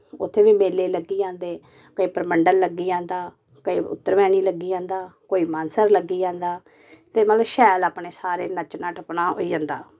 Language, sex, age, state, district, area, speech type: Dogri, female, 30-45, Jammu and Kashmir, Samba, rural, spontaneous